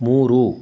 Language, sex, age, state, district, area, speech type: Kannada, male, 60+, Karnataka, Chitradurga, rural, read